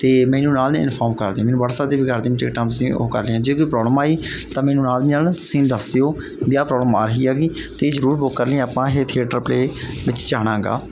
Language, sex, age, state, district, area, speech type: Punjabi, male, 45-60, Punjab, Barnala, rural, spontaneous